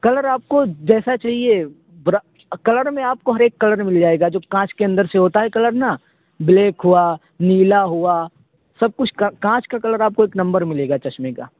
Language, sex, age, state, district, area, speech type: Urdu, male, 18-30, Uttar Pradesh, Siddharthnagar, rural, conversation